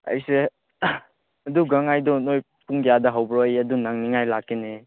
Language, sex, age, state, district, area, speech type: Manipuri, male, 18-30, Manipur, Chandel, rural, conversation